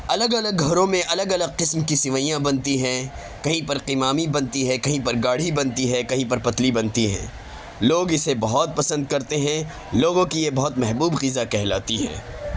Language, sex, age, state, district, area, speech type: Urdu, male, 18-30, Delhi, Central Delhi, urban, spontaneous